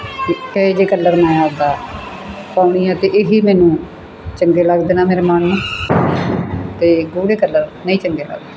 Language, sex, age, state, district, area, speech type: Punjabi, female, 60+, Punjab, Bathinda, rural, spontaneous